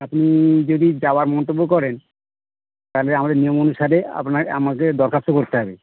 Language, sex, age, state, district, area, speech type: Bengali, male, 30-45, West Bengal, Birbhum, urban, conversation